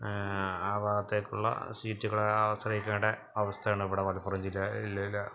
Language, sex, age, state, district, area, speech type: Malayalam, male, 30-45, Kerala, Malappuram, rural, spontaneous